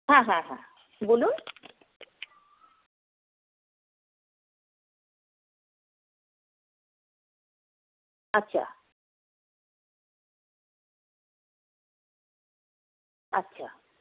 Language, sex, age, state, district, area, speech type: Bengali, female, 30-45, West Bengal, Paschim Bardhaman, rural, conversation